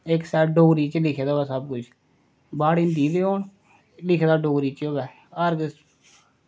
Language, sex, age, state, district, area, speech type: Dogri, male, 30-45, Jammu and Kashmir, Reasi, rural, spontaneous